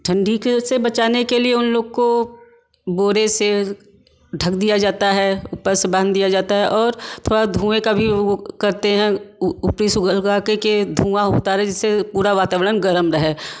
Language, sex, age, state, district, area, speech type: Hindi, female, 45-60, Uttar Pradesh, Varanasi, urban, spontaneous